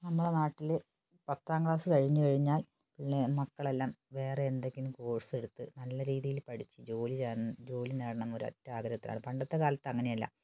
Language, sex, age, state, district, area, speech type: Malayalam, female, 60+, Kerala, Wayanad, rural, spontaneous